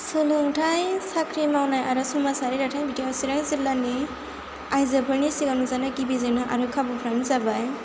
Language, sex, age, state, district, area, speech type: Bodo, female, 18-30, Assam, Chirang, rural, spontaneous